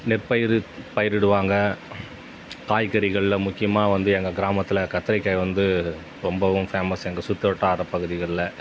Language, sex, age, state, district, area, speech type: Tamil, male, 30-45, Tamil Nadu, Tiruvannamalai, rural, spontaneous